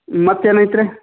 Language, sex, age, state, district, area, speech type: Kannada, male, 60+, Karnataka, Koppal, urban, conversation